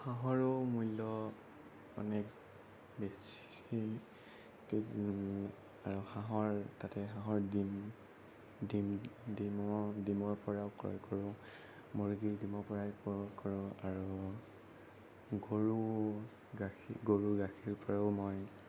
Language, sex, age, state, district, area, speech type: Assamese, male, 18-30, Assam, Sonitpur, urban, spontaneous